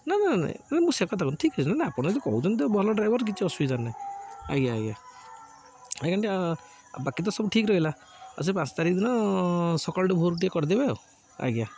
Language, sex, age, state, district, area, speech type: Odia, male, 30-45, Odisha, Jagatsinghpur, rural, spontaneous